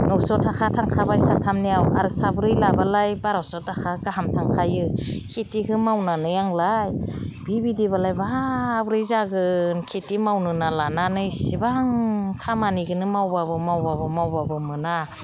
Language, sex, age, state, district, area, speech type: Bodo, female, 45-60, Assam, Udalguri, rural, spontaneous